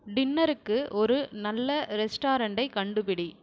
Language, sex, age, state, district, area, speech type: Tamil, female, 30-45, Tamil Nadu, Cuddalore, rural, read